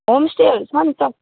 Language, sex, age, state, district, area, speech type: Nepali, male, 18-30, West Bengal, Kalimpong, rural, conversation